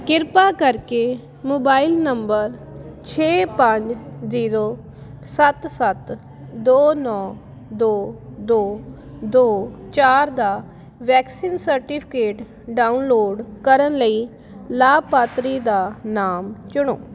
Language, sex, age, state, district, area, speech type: Punjabi, female, 30-45, Punjab, Jalandhar, rural, read